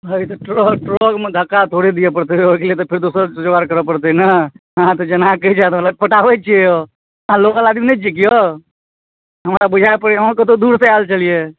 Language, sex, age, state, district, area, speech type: Maithili, male, 30-45, Bihar, Supaul, rural, conversation